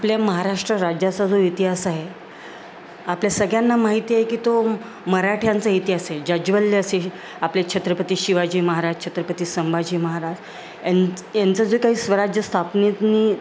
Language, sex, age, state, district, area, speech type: Marathi, female, 45-60, Maharashtra, Jalna, urban, spontaneous